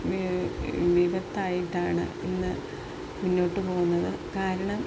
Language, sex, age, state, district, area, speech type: Malayalam, female, 30-45, Kerala, Palakkad, rural, spontaneous